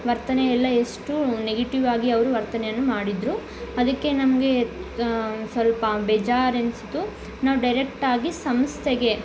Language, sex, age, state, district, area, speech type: Kannada, female, 18-30, Karnataka, Tumkur, rural, spontaneous